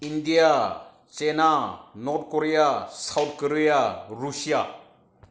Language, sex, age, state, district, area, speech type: Manipuri, male, 45-60, Manipur, Senapati, rural, spontaneous